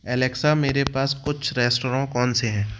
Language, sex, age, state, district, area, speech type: Hindi, male, 30-45, Madhya Pradesh, Jabalpur, urban, read